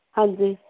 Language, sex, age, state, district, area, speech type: Punjabi, female, 30-45, Punjab, Mohali, urban, conversation